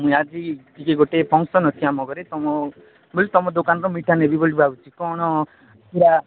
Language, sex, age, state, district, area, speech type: Odia, male, 30-45, Odisha, Nabarangpur, urban, conversation